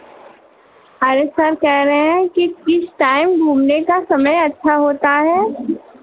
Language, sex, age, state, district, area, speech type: Hindi, female, 45-60, Uttar Pradesh, Hardoi, rural, conversation